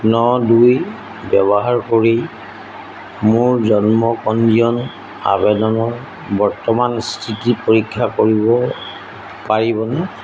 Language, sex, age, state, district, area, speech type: Assamese, male, 60+, Assam, Golaghat, rural, read